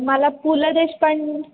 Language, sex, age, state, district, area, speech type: Marathi, female, 18-30, Maharashtra, Satara, urban, conversation